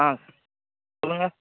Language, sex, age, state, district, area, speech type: Tamil, male, 18-30, Tamil Nadu, Tiruvannamalai, rural, conversation